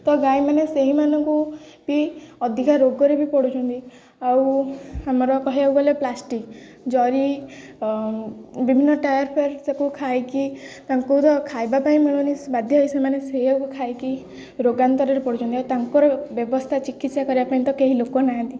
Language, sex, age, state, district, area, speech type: Odia, female, 18-30, Odisha, Jagatsinghpur, rural, spontaneous